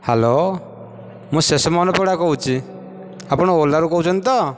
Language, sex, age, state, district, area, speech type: Odia, male, 45-60, Odisha, Dhenkanal, rural, spontaneous